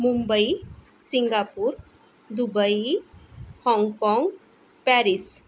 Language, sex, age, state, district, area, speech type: Marathi, female, 45-60, Maharashtra, Akola, urban, spontaneous